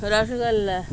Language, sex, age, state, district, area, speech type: Bengali, female, 60+, West Bengal, Birbhum, urban, spontaneous